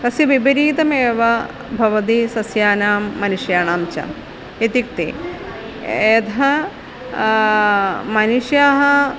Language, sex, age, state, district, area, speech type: Sanskrit, female, 45-60, Kerala, Kollam, rural, spontaneous